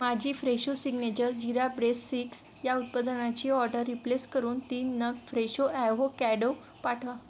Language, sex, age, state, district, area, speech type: Marathi, female, 18-30, Maharashtra, Wardha, rural, read